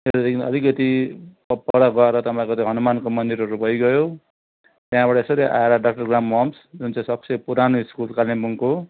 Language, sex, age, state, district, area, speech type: Nepali, male, 60+, West Bengal, Kalimpong, rural, conversation